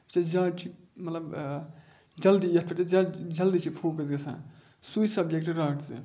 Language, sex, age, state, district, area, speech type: Kashmiri, male, 18-30, Jammu and Kashmir, Budgam, rural, spontaneous